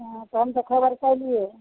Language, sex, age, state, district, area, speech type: Maithili, female, 30-45, Bihar, Madhepura, rural, conversation